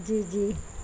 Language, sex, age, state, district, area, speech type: Urdu, female, 60+, Bihar, Gaya, urban, spontaneous